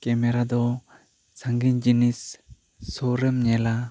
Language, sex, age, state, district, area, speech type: Santali, male, 18-30, West Bengal, Bankura, rural, spontaneous